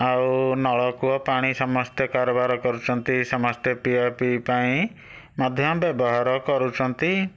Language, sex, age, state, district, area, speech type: Odia, male, 60+, Odisha, Bhadrak, rural, spontaneous